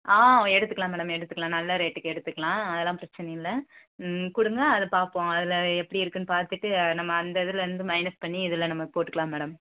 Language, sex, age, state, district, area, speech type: Tamil, female, 18-30, Tamil Nadu, Virudhunagar, rural, conversation